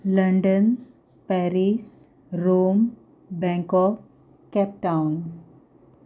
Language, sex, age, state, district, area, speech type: Goan Konkani, female, 30-45, Goa, Ponda, rural, spontaneous